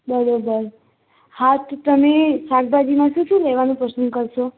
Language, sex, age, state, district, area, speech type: Gujarati, female, 18-30, Gujarat, Mehsana, rural, conversation